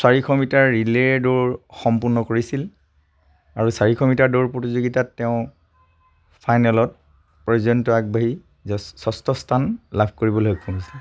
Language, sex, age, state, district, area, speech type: Assamese, male, 30-45, Assam, Charaideo, rural, spontaneous